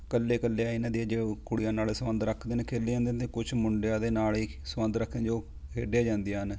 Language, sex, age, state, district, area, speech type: Punjabi, male, 30-45, Punjab, Rupnagar, rural, spontaneous